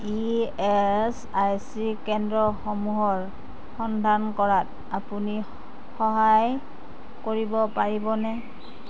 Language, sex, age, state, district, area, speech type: Assamese, female, 60+, Assam, Darrang, rural, read